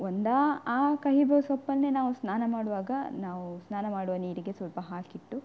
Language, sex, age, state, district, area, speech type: Kannada, female, 18-30, Karnataka, Udupi, rural, spontaneous